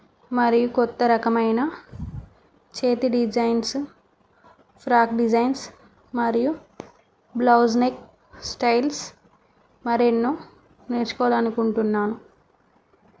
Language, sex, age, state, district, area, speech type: Telugu, female, 30-45, Telangana, Karimnagar, rural, spontaneous